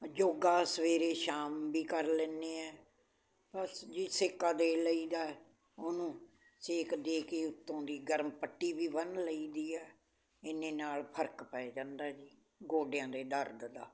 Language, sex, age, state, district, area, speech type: Punjabi, female, 60+, Punjab, Barnala, rural, spontaneous